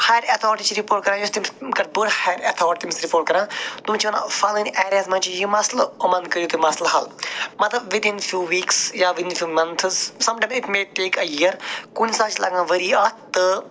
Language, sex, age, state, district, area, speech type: Kashmiri, male, 45-60, Jammu and Kashmir, Budgam, urban, spontaneous